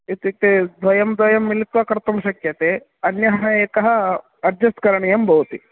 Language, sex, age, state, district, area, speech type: Sanskrit, male, 18-30, Karnataka, Dakshina Kannada, rural, conversation